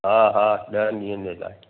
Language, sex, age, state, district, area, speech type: Sindhi, male, 60+, Gujarat, Kutch, urban, conversation